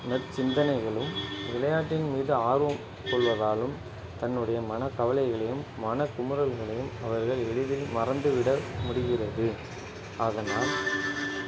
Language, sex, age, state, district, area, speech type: Tamil, male, 30-45, Tamil Nadu, Ariyalur, rural, spontaneous